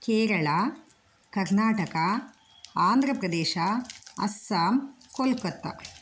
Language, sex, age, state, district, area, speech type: Sanskrit, female, 45-60, Kerala, Kasaragod, rural, spontaneous